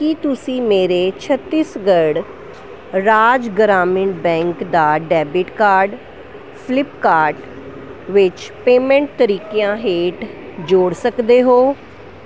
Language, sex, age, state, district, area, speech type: Punjabi, female, 30-45, Punjab, Kapurthala, urban, read